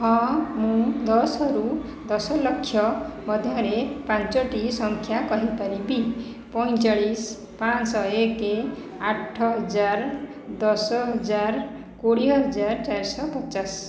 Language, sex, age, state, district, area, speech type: Odia, female, 30-45, Odisha, Khordha, rural, spontaneous